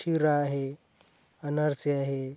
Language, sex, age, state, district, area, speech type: Marathi, male, 18-30, Maharashtra, Hingoli, urban, spontaneous